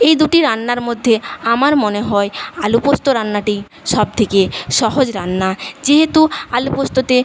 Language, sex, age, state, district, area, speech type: Bengali, female, 45-60, West Bengal, Paschim Medinipur, rural, spontaneous